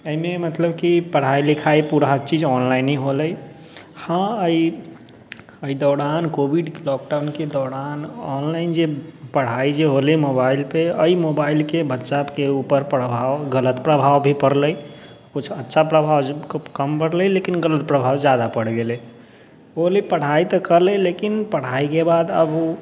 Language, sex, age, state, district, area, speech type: Maithili, male, 18-30, Bihar, Sitamarhi, rural, spontaneous